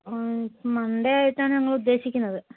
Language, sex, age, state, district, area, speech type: Malayalam, female, 18-30, Kerala, Wayanad, rural, conversation